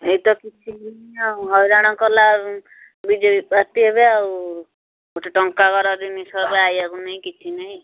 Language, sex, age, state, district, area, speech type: Odia, female, 60+, Odisha, Gajapati, rural, conversation